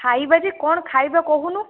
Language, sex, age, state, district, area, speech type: Odia, female, 18-30, Odisha, Nayagarh, rural, conversation